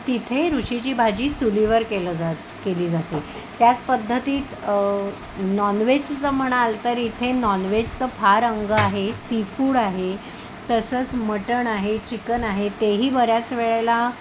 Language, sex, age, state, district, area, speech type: Marathi, female, 30-45, Maharashtra, Palghar, urban, spontaneous